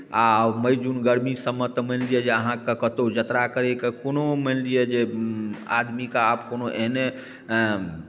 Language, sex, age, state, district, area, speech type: Maithili, male, 45-60, Bihar, Darbhanga, rural, spontaneous